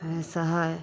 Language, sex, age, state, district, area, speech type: Hindi, female, 45-60, Bihar, Vaishali, rural, spontaneous